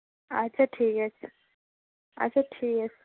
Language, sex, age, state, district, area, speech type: Bengali, female, 18-30, West Bengal, Nadia, rural, conversation